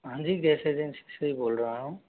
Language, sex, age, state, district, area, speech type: Hindi, male, 60+, Rajasthan, Karauli, rural, conversation